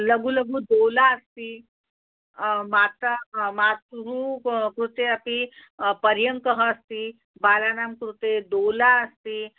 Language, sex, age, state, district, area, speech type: Sanskrit, female, 45-60, Maharashtra, Nagpur, urban, conversation